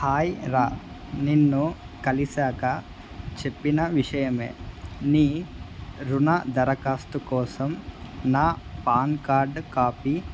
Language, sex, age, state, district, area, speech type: Telugu, male, 18-30, Andhra Pradesh, Kadapa, urban, spontaneous